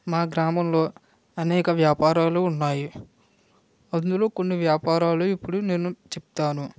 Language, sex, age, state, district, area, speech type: Telugu, male, 45-60, Andhra Pradesh, West Godavari, rural, spontaneous